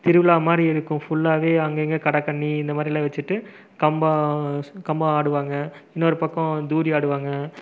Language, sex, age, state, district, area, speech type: Tamil, male, 30-45, Tamil Nadu, Erode, rural, spontaneous